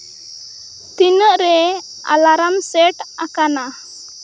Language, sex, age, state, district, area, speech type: Santali, female, 18-30, Jharkhand, Seraikela Kharsawan, rural, read